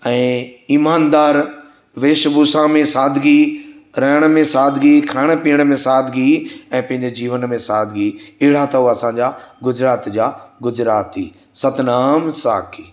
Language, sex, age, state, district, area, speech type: Sindhi, male, 60+, Gujarat, Surat, urban, spontaneous